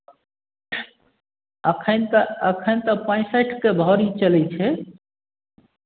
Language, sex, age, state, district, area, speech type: Maithili, male, 45-60, Bihar, Madhubani, rural, conversation